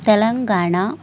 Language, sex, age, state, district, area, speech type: Kannada, female, 60+, Karnataka, Chikkaballapur, urban, spontaneous